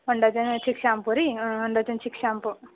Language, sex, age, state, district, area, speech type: Kannada, female, 18-30, Karnataka, Koppal, rural, conversation